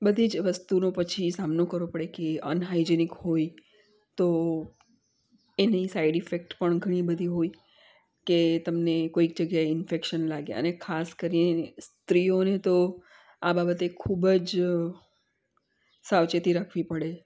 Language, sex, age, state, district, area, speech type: Gujarati, female, 45-60, Gujarat, Valsad, rural, spontaneous